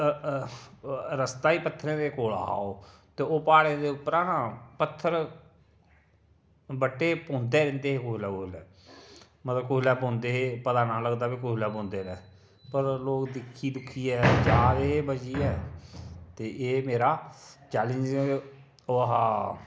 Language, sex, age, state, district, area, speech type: Dogri, male, 45-60, Jammu and Kashmir, Kathua, rural, spontaneous